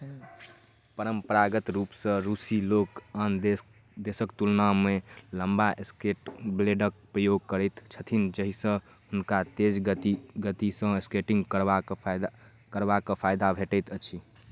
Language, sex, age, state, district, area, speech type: Maithili, male, 18-30, Bihar, Darbhanga, urban, read